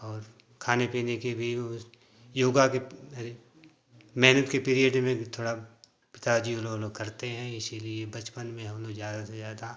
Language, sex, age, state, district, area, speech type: Hindi, male, 60+, Uttar Pradesh, Ghazipur, rural, spontaneous